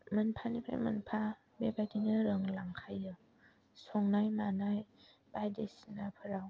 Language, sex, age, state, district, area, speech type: Bodo, female, 18-30, Assam, Kokrajhar, rural, spontaneous